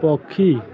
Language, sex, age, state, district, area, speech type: Odia, male, 18-30, Odisha, Malkangiri, urban, read